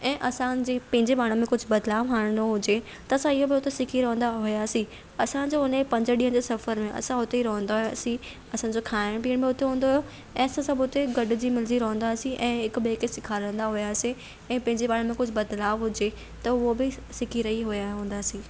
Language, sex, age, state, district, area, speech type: Sindhi, female, 18-30, Maharashtra, Thane, urban, spontaneous